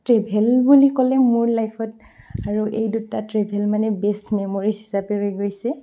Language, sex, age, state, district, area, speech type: Assamese, female, 18-30, Assam, Barpeta, rural, spontaneous